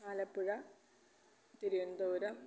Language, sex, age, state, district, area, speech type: Malayalam, female, 45-60, Kerala, Alappuzha, rural, spontaneous